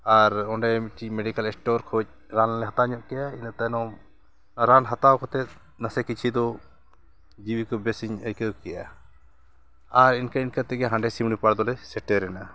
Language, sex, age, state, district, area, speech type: Santali, male, 45-60, Jharkhand, Bokaro, rural, spontaneous